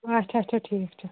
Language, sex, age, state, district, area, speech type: Kashmiri, female, 18-30, Jammu and Kashmir, Pulwama, urban, conversation